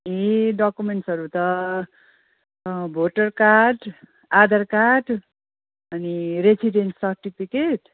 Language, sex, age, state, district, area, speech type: Nepali, female, 45-60, West Bengal, Jalpaiguri, urban, conversation